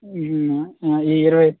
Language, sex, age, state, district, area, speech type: Telugu, male, 30-45, Telangana, Khammam, urban, conversation